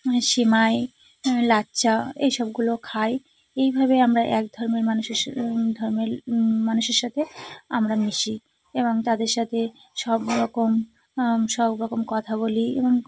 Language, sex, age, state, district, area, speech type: Bengali, female, 30-45, West Bengal, Cooch Behar, urban, spontaneous